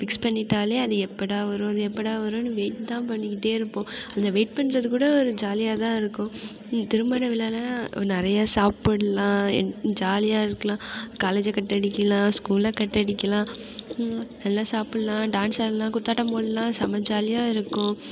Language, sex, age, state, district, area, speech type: Tamil, female, 18-30, Tamil Nadu, Mayiladuthurai, urban, spontaneous